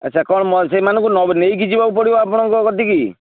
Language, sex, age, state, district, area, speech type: Odia, male, 30-45, Odisha, Bhadrak, rural, conversation